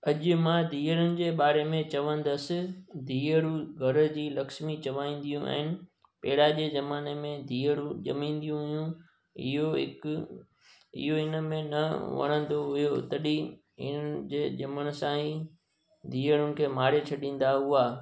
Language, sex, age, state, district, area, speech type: Sindhi, male, 30-45, Gujarat, Junagadh, rural, spontaneous